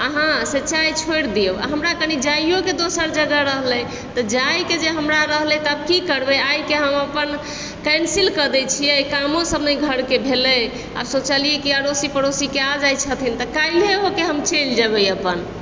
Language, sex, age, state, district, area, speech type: Maithili, female, 60+, Bihar, Supaul, urban, spontaneous